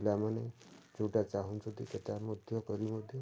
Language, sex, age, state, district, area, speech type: Odia, male, 30-45, Odisha, Kendujhar, urban, spontaneous